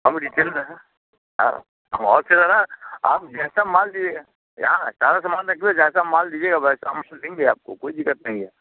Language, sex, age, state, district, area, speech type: Hindi, male, 60+, Bihar, Muzaffarpur, rural, conversation